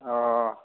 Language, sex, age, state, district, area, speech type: Bodo, male, 45-60, Assam, Kokrajhar, urban, conversation